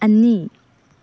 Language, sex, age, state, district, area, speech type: Manipuri, female, 18-30, Manipur, Tengnoupal, rural, read